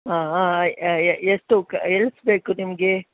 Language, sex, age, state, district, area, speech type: Kannada, female, 60+, Karnataka, Udupi, rural, conversation